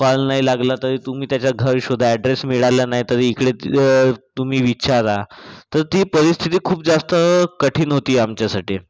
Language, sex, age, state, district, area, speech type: Marathi, male, 30-45, Maharashtra, Nagpur, urban, spontaneous